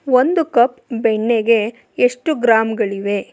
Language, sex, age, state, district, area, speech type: Kannada, female, 30-45, Karnataka, Mandya, rural, read